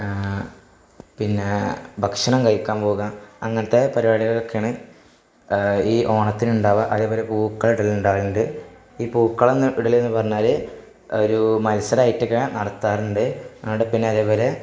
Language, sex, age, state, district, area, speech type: Malayalam, male, 30-45, Kerala, Malappuram, rural, spontaneous